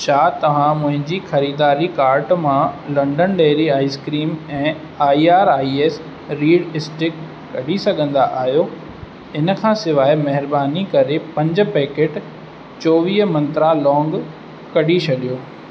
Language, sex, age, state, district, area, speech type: Sindhi, male, 18-30, Madhya Pradesh, Katni, urban, read